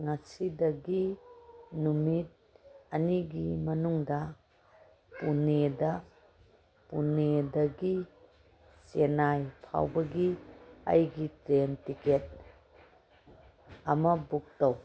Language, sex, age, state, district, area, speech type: Manipuri, female, 45-60, Manipur, Kangpokpi, urban, read